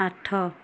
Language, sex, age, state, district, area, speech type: Odia, female, 30-45, Odisha, Kendujhar, urban, read